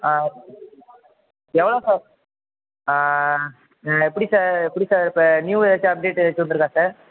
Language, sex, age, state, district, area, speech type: Tamil, female, 18-30, Tamil Nadu, Mayiladuthurai, urban, conversation